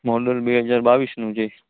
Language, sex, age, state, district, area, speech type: Gujarati, male, 30-45, Gujarat, Kutch, urban, conversation